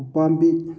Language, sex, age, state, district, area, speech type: Manipuri, male, 30-45, Manipur, Thoubal, rural, read